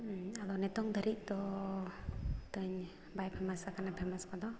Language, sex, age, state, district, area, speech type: Santali, female, 30-45, Jharkhand, Seraikela Kharsawan, rural, spontaneous